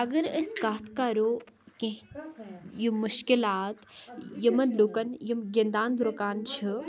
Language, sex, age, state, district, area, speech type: Kashmiri, female, 18-30, Jammu and Kashmir, Baramulla, rural, spontaneous